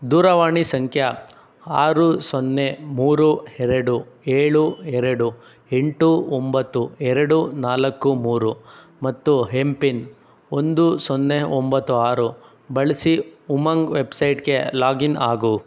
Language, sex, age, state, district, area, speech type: Kannada, male, 60+, Karnataka, Chikkaballapur, rural, read